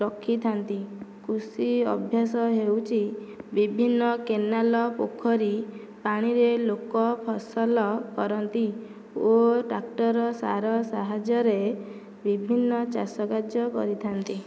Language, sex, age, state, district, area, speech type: Odia, female, 18-30, Odisha, Nayagarh, rural, spontaneous